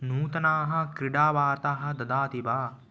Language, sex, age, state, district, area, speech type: Sanskrit, male, 18-30, West Bengal, Paschim Medinipur, rural, read